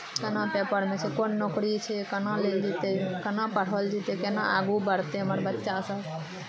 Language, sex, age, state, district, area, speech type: Maithili, female, 30-45, Bihar, Araria, rural, spontaneous